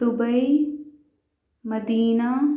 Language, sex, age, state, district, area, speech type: Urdu, female, 18-30, Delhi, South Delhi, urban, spontaneous